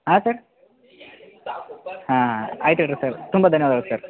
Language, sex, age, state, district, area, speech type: Kannada, male, 45-60, Karnataka, Belgaum, rural, conversation